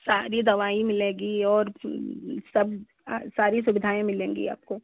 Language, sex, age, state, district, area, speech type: Hindi, female, 45-60, Uttar Pradesh, Hardoi, rural, conversation